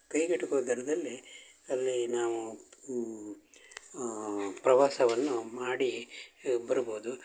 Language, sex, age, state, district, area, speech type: Kannada, male, 60+, Karnataka, Shimoga, rural, spontaneous